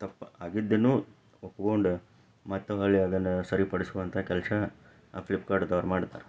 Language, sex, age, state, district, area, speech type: Kannada, male, 30-45, Karnataka, Chikkaballapur, urban, spontaneous